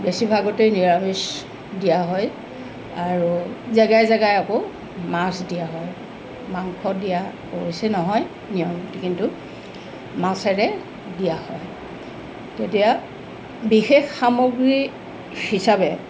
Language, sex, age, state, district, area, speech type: Assamese, female, 60+, Assam, Tinsukia, rural, spontaneous